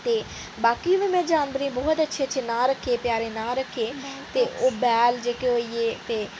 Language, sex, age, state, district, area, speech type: Dogri, female, 30-45, Jammu and Kashmir, Udhampur, urban, spontaneous